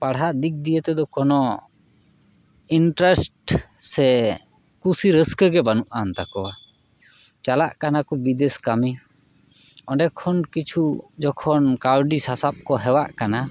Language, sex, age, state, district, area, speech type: Santali, male, 30-45, West Bengal, Paschim Bardhaman, rural, spontaneous